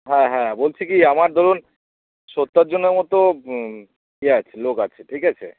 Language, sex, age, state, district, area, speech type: Bengali, male, 30-45, West Bengal, Darjeeling, rural, conversation